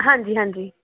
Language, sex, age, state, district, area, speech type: Punjabi, female, 18-30, Punjab, Pathankot, rural, conversation